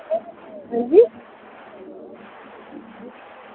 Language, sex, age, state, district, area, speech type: Dogri, female, 18-30, Jammu and Kashmir, Udhampur, rural, conversation